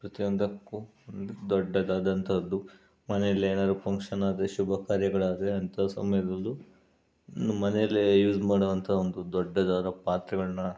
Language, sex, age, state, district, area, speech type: Kannada, male, 45-60, Karnataka, Bangalore Rural, urban, spontaneous